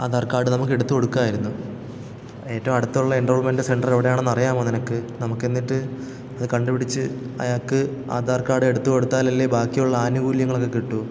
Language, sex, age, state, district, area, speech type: Malayalam, male, 18-30, Kerala, Thiruvananthapuram, rural, spontaneous